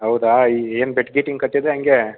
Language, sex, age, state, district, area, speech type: Kannada, male, 18-30, Karnataka, Mandya, rural, conversation